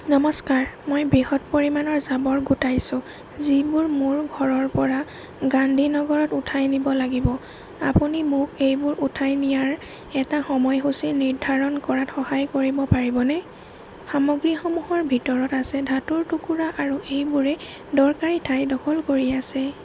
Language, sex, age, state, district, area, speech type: Assamese, female, 30-45, Assam, Golaghat, urban, read